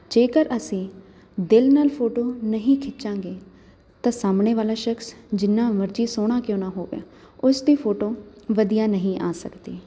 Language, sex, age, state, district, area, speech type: Punjabi, female, 18-30, Punjab, Jalandhar, urban, spontaneous